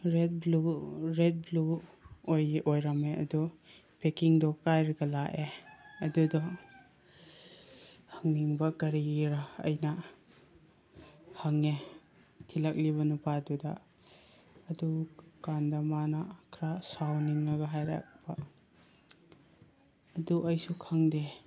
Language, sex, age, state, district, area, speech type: Manipuri, male, 30-45, Manipur, Chandel, rural, spontaneous